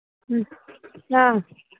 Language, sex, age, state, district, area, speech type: Manipuri, female, 45-60, Manipur, Kangpokpi, urban, conversation